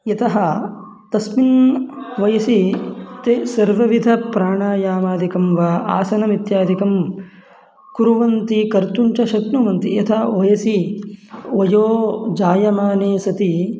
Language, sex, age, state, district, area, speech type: Sanskrit, male, 18-30, Karnataka, Mandya, rural, spontaneous